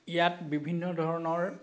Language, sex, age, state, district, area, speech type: Assamese, male, 45-60, Assam, Biswanath, rural, spontaneous